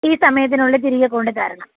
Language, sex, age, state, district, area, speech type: Malayalam, female, 30-45, Kerala, Pathanamthitta, rural, conversation